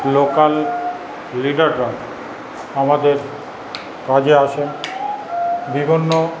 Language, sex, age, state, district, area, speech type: Bengali, male, 45-60, West Bengal, Paschim Bardhaman, urban, spontaneous